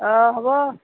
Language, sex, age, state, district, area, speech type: Assamese, female, 30-45, Assam, Nalbari, rural, conversation